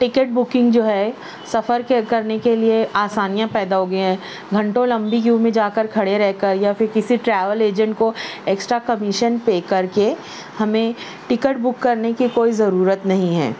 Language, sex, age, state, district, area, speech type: Urdu, female, 60+, Maharashtra, Nashik, urban, spontaneous